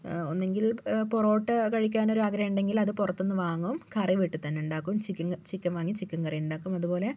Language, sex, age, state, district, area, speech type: Malayalam, female, 45-60, Kerala, Wayanad, rural, spontaneous